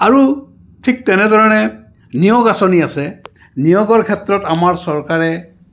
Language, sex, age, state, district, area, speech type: Assamese, male, 60+, Assam, Goalpara, urban, spontaneous